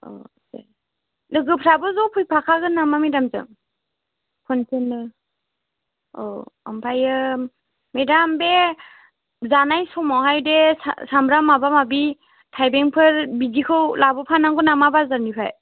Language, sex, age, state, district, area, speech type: Bodo, female, 18-30, Assam, Chirang, urban, conversation